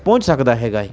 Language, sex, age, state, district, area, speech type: Punjabi, male, 30-45, Punjab, Hoshiarpur, rural, spontaneous